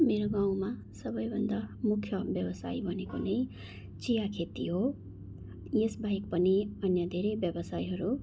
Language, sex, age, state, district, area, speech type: Nepali, female, 45-60, West Bengal, Darjeeling, rural, spontaneous